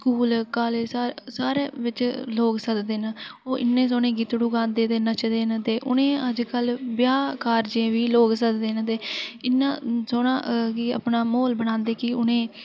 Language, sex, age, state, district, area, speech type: Dogri, female, 18-30, Jammu and Kashmir, Udhampur, rural, spontaneous